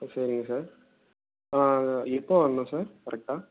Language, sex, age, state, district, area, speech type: Tamil, male, 18-30, Tamil Nadu, Tiruchirappalli, urban, conversation